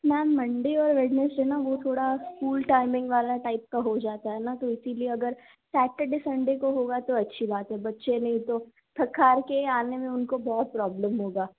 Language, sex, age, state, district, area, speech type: Hindi, female, 18-30, Madhya Pradesh, Seoni, urban, conversation